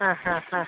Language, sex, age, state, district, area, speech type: Malayalam, female, 30-45, Kerala, Idukki, rural, conversation